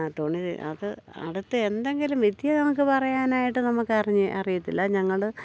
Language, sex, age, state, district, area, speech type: Malayalam, female, 60+, Kerala, Thiruvananthapuram, urban, spontaneous